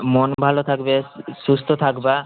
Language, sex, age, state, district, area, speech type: Bengali, male, 18-30, West Bengal, Malda, urban, conversation